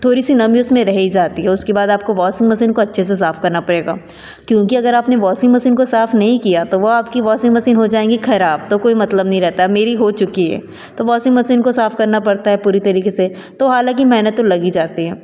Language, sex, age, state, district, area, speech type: Hindi, female, 30-45, Madhya Pradesh, Betul, urban, spontaneous